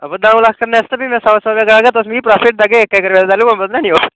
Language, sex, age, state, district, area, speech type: Dogri, male, 18-30, Jammu and Kashmir, Udhampur, urban, conversation